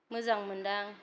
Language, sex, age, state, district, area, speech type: Bodo, female, 30-45, Assam, Kokrajhar, rural, spontaneous